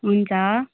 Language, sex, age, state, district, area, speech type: Nepali, female, 18-30, West Bengal, Darjeeling, rural, conversation